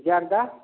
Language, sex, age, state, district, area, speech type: Hindi, male, 60+, Bihar, Samastipur, rural, conversation